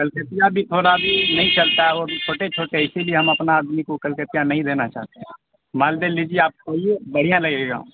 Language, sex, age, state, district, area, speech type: Urdu, male, 18-30, Bihar, Khagaria, rural, conversation